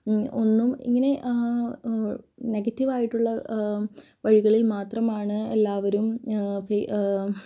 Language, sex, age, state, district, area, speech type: Malayalam, female, 18-30, Kerala, Thrissur, rural, spontaneous